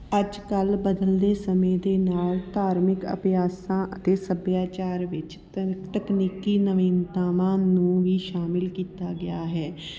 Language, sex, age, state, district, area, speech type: Punjabi, female, 30-45, Punjab, Patiala, urban, spontaneous